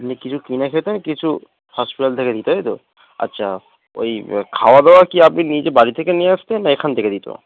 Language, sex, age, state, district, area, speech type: Bengali, male, 45-60, West Bengal, Dakshin Dinajpur, rural, conversation